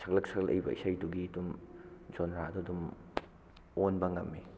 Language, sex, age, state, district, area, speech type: Manipuri, male, 18-30, Manipur, Bishnupur, rural, spontaneous